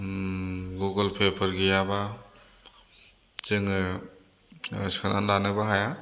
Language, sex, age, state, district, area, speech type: Bodo, male, 30-45, Assam, Chirang, rural, spontaneous